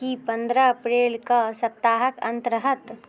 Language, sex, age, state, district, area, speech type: Maithili, female, 18-30, Bihar, Muzaffarpur, rural, read